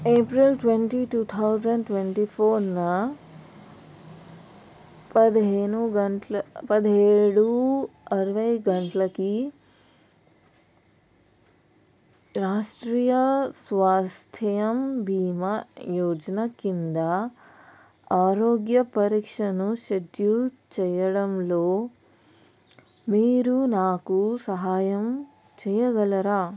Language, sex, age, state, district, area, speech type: Telugu, female, 30-45, Telangana, Peddapalli, urban, read